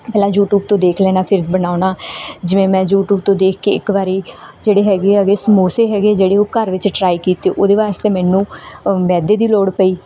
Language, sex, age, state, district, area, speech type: Punjabi, female, 18-30, Punjab, Bathinda, rural, spontaneous